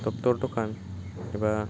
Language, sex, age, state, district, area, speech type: Bodo, male, 18-30, Assam, Baksa, rural, spontaneous